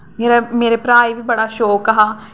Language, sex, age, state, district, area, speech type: Dogri, female, 18-30, Jammu and Kashmir, Jammu, rural, spontaneous